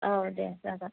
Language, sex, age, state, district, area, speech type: Bodo, female, 45-60, Assam, Chirang, urban, conversation